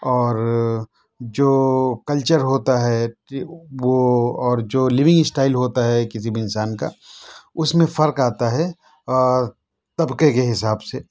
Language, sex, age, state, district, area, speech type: Urdu, male, 30-45, Delhi, South Delhi, urban, spontaneous